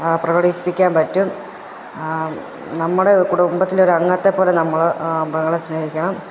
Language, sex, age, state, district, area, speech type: Malayalam, female, 30-45, Kerala, Pathanamthitta, rural, spontaneous